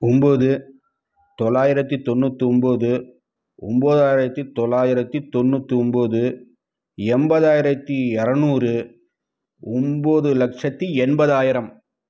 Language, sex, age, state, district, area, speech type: Tamil, male, 30-45, Tamil Nadu, Krishnagiri, urban, spontaneous